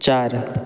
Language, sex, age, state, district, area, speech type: Goan Konkani, male, 18-30, Goa, Quepem, rural, read